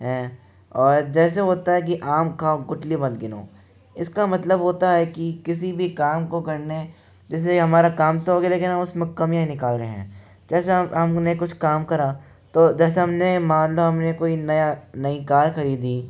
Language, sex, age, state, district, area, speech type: Hindi, male, 18-30, Rajasthan, Jaipur, urban, spontaneous